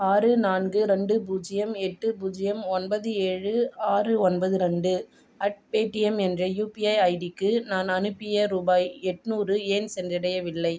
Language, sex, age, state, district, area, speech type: Tamil, female, 30-45, Tamil Nadu, Viluppuram, rural, read